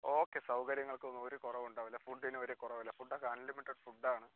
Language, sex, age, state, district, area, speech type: Malayalam, male, 18-30, Kerala, Kollam, rural, conversation